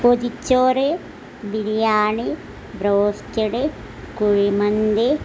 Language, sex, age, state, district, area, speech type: Malayalam, female, 30-45, Kerala, Kozhikode, rural, spontaneous